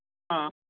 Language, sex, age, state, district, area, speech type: Marathi, male, 60+, Maharashtra, Thane, urban, conversation